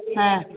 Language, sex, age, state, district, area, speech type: Tamil, female, 45-60, Tamil Nadu, Tiruvannamalai, urban, conversation